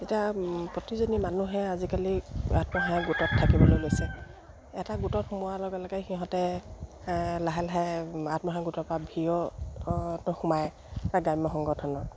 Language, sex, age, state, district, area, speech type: Assamese, female, 45-60, Assam, Dibrugarh, rural, spontaneous